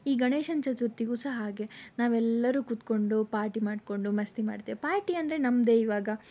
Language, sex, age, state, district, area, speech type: Kannada, female, 18-30, Karnataka, Shimoga, rural, spontaneous